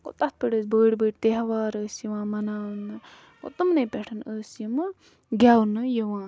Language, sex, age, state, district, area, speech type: Kashmiri, female, 18-30, Jammu and Kashmir, Budgam, rural, spontaneous